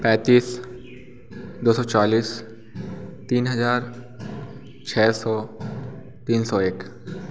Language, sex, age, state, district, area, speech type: Hindi, male, 18-30, Uttar Pradesh, Bhadohi, urban, spontaneous